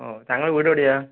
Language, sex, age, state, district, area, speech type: Malayalam, male, 18-30, Kerala, Palakkad, rural, conversation